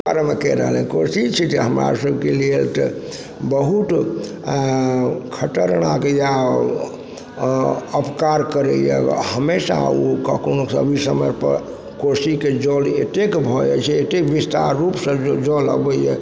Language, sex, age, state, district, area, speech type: Maithili, male, 60+, Bihar, Supaul, rural, spontaneous